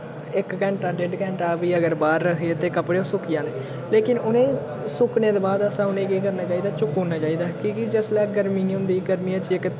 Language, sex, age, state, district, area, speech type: Dogri, male, 18-30, Jammu and Kashmir, Udhampur, rural, spontaneous